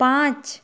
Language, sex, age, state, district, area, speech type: Bengali, female, 18-30, West Bengal, Nadia, rural, read